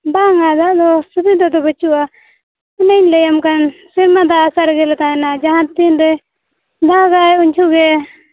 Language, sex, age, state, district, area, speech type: Santali, female, 18-30, Jharkhand, Seraikela Kharsawan, rural, conversation